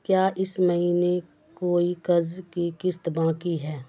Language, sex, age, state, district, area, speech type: Urdu, female, 45-60, Bihar, Khagaria, rural, read